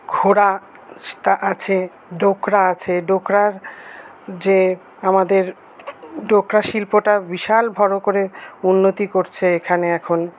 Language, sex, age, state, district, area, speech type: Bengali, female, 45-60, West Bengal, Paschim Bardhaman, urban, spontaneous